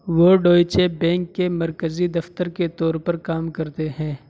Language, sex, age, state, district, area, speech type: Urdu, male, 18-30, Uttar Pradesh, Saharanpur, urban, read